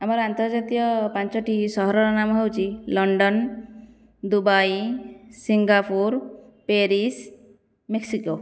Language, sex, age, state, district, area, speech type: Odia, female, 30-45, Odisha, Jajpur, rural, spontaneous